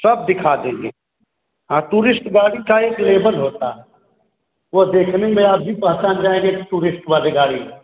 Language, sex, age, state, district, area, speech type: Hindi, male, 45-60, Uttar Pradesh, Azamgarh, rural, conversation